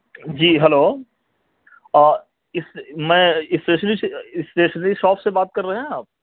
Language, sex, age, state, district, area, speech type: Urdu, male, 30-45, Delhi, South Delhi, urban, conversation